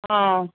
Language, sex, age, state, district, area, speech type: Odia, female, 60+, Odisha, Angul, rural, conversation